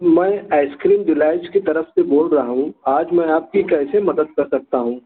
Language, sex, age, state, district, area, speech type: Urdu, male, 30-45, Maharashtra, Nashik, rural, conversation